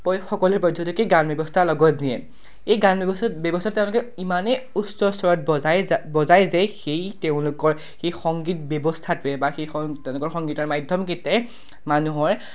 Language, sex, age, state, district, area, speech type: Assamese, male, 18-30, Assam, Majuli, urban, spontaneous